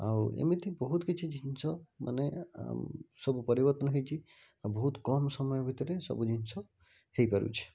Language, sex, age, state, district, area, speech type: Odia, male, 30-45, Odisha, Cuttack, urban, spontaneous